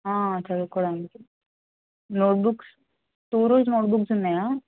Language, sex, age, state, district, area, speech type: Telugu, female, 18-30, Telangana, Ranga Reddy, urban, conversation